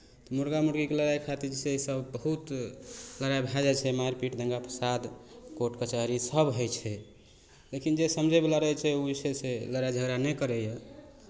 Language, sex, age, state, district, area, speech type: Maithili, male, 45-60, Bihar, Madhepura, rural, spontaneous